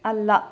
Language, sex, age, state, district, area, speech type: Kannada, female, 60+, Karnataka, Bangalore Urban, urban, read